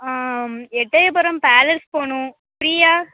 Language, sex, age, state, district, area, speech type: Tamil, female, 18-30, Tamil Nadu, Thoothukudi, rural, conversation